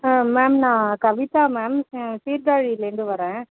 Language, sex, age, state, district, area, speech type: Tamil, female, 45-60, Tamil Nadu, Mayiladuthurai, rural, conversation